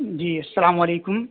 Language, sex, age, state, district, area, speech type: Urdu, male, 18-30, Uttar Pradesh, Saharanpur, urban, conversation